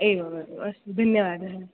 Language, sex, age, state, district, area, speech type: Sanskrit, female, 18-30, Maharashtra, Nagpur, urban, conversation